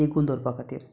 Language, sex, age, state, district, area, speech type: Goan Konkani, male, 30-45, Goa, Canacona, rural, spontaneous